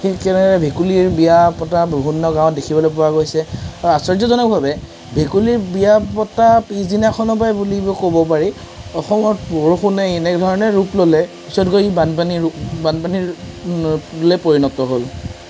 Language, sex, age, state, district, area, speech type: Assamese, male, 60+, Assam, Darrang, rural, spontaneous